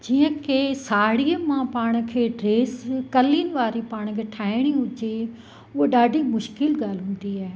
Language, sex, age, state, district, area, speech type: Sindhi, female, 45-60, Gujarat, Kutch, rural, spontaneous